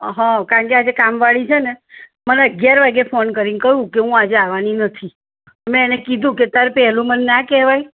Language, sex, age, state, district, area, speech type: Gujarati, female, 45-60, Gujarat, Kheda, rural, conversation